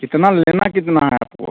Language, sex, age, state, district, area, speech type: Hindi, male, 30-45, Bihar, Samastipur, urban, conversation